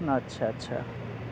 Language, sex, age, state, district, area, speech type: Urdu, male, 30-45, Bihar, Madhubani, rural, spontaneous